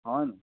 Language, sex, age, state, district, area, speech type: Assamese, male, 60+, Assam, Sivasagar, rural, conversation